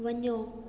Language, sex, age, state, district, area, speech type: Sindhi, female, 18-30, Gujarat, Junagadh, rural, read